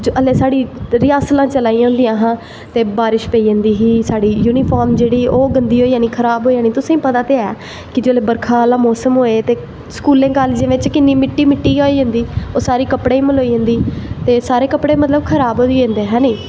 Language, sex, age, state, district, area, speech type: Dogri, female, 18-30, Jammu and Kashmir, Jammu, urban, spontaneous